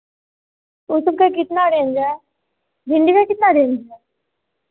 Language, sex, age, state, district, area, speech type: Hindi, female, 18-30, Bihar, Vaishali, rural, conversation